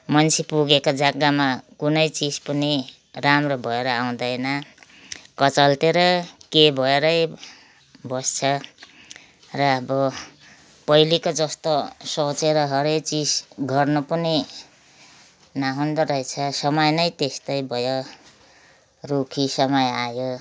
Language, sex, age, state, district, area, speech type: Nepali, female, 60+, West Bengal, Kalimpong, rural, spontaneous